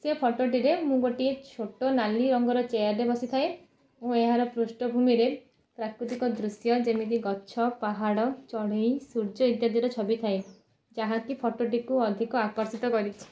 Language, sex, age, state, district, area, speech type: Odia, female, 18-30, Odisha, Cuttack, urban, spontaneous